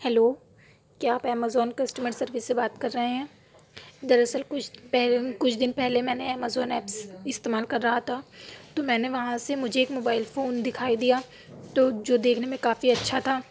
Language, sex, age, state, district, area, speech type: Urdu, female, 45-60, Uttar Pradesh, Aligarh, rural, spontaneous